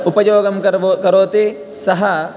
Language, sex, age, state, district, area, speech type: Sanskrit, male, 18-30, Karnataka, Gadag, rural, spontaneous